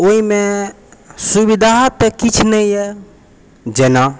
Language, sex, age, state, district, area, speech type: Maithili, male, 30-45, Bihar, Purnia, rural, spontaneous